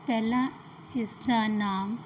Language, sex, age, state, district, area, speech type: Punjabi, female, 30-45, Punjab, Mansa, urban, spontaneous